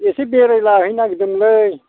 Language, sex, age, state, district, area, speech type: Bodo, male, 60+, Assam, Kokrajhar, urban, conversation